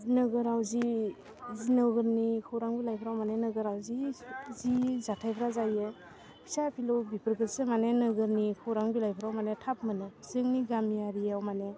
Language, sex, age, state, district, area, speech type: Bodo, female, 30-45, Assam, Udalguri, urban, spontaneous